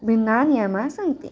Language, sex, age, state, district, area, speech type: Sanskrit, female, 18-30, Maharashtra, Chandrapur, urban, spontaneous